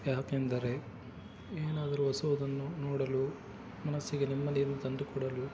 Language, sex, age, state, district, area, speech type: Kannada, male, 18-30, Karnataka, Davanagere, urban, spontaneous